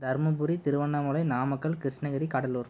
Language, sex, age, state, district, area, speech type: Tamil, male, 18-30, Tamil Nadu, Erode, rural, spontaneous